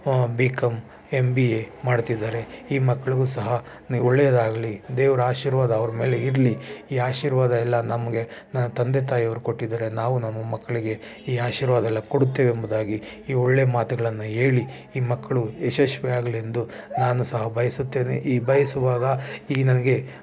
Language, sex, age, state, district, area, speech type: Kannada, male, 30-45, Karnataka, Bangalore Rural, rural, spontaneous